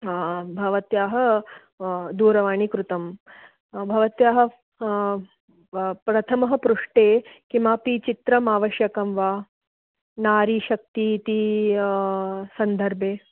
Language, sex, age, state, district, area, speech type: Sanskrit, female, 45-60, Karnataka, Belgaum, urban, conversation